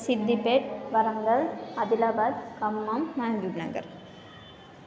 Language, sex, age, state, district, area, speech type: Telugu, female, 18-30, Telangana, Hyderabad, urban, spontaneous